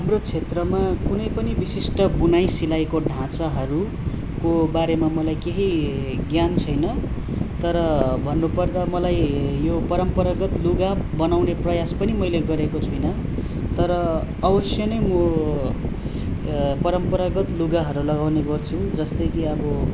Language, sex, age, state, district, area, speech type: Nepali, male, 18-30, West Bengal, Darjeeling, rural, spontaneous